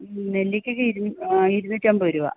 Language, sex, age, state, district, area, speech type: Malayalam, female, 45-60, Kerala, Idukki, rural, conversation